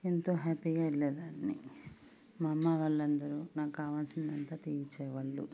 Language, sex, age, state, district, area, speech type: Telugu, female, 45-60, Andhra Pradesh, Sri Balaji, rural, spontaneous